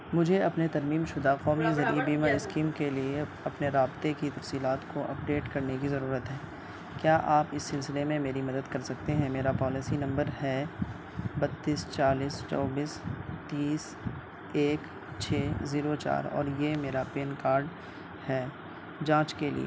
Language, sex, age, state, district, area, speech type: Urdu, male, 18-30, Bihar, Purnia, rural, read